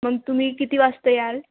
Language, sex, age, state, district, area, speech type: Marathi, female, 18-30, Maharashtra, Nagpur, urban, conversation